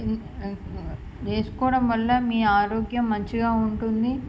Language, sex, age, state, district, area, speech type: Telugu, female, 30-45, Andhra Pradesh, Srikakulam, urban, spontaneous